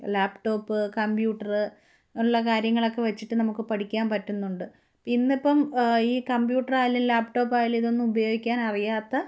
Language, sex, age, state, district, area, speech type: Malayalam, female, 18-30, Kerala, Palakkad, rural, spontaneous